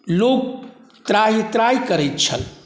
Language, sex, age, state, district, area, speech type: Maithili, male, 60+, Bihar, Saharsa, rural, spontaneous